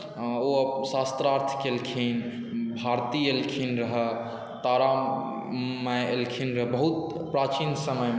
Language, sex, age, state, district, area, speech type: Maithili, male, 18-30, Bihar, Saharsa, rural, spontaneous